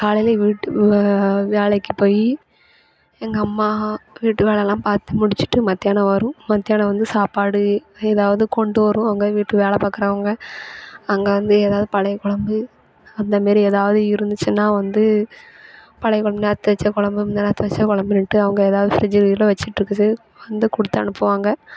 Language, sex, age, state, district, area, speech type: Tamil, female, 18-30, Tamil Nadu, Thoothukudi, urban, spontaneous